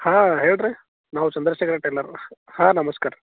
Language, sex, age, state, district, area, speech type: Kannada, male, 18-30, Karnataka, Gulbarga, urban, conversation